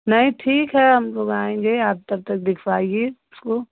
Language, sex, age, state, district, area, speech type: Hindi, female, 30-45, Uttar Pradesh, Ghazipur, rural, conversation